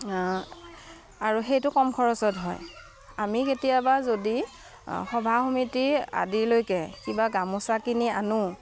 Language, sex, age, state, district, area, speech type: Assamese, female, 30-45, Assam, Udalguri, rural, spontaneous